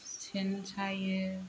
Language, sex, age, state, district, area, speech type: Bodo, female, 30-45, Assam, Kokrajhar, rural, spontaneous